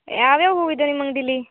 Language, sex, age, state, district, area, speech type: Kannada, female, 18-30, Karnataka, Uttara Kannada, rural, conversation